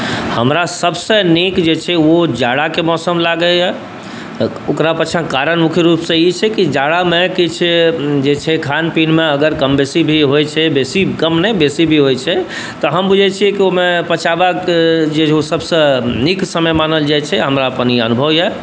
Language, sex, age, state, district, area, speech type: Maithili, male, 45-60, Bihar, Saharsa, urban, spontaneous